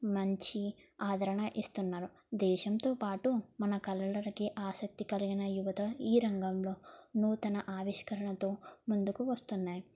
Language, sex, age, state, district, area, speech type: Telugu, female, 18-30, Telangana, Jangaon, urban, spontaneous